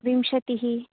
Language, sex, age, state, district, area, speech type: Sanskrit, female, 18-30, Karnataka, Bangalore Rural, urban, conversation